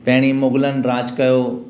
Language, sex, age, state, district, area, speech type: Sindhi, male, 45-60, Maharashtra, Mumbai Suburban, urban, spontaneous